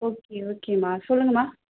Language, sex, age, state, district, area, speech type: Tamil, female, 18-30, Tamil Nadu, Cuddalore, urban, conversation